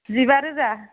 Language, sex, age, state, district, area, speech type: Bodo, female, 30-45, Assam, Kokrajhar, rural, conversation